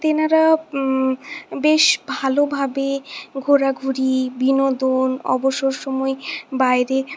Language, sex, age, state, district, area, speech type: Bengali, female, 60+, West Bengal, Purulia, urban, spontaneous